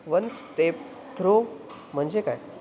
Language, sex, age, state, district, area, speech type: Marathi, male, 18-30, Maharashtra, Wardha, urban, read